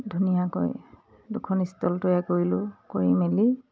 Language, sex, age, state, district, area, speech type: Assamese, female, 45-60, Assam, Dibrugarh, urban, spontaneous